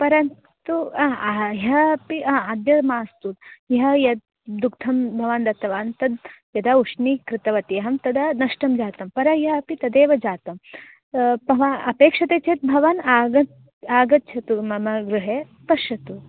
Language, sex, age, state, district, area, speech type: Sanskrit, female, 18-30, Karnataka, Dharwad, urban, conversation